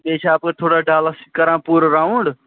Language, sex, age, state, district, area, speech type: Kashmiri, male, 45-60, Jammu and Kashmir, Srinagar, urban, conversation